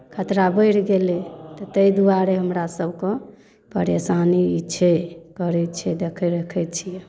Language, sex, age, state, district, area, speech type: Maithili, female, 45-60, Bihar, Darbhanga, urban, spontaneous